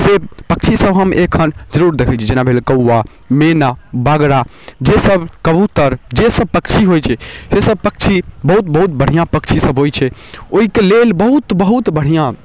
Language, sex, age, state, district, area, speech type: Maithili, male, 18-30, Bihar, Darbhanga, rural, spontaneous